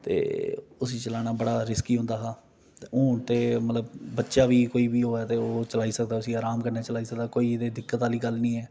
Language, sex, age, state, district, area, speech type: Dogri, male, 30-45, Jammu and Kashmir, Reasi, urban, spontaneous